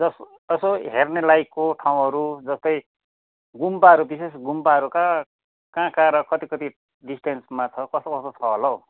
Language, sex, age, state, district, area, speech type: Nepali, male, 45-60, West Bengal, Kalimpong, rural, conversation